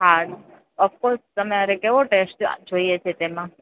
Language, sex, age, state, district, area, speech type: Gujarati, female, 18-30, Gujarat, Junagadh, rural, conversation